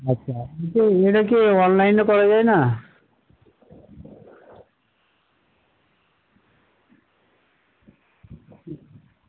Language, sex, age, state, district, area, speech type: Bengali, male, 60+, West Bengal, Murshidabad, rural, conversation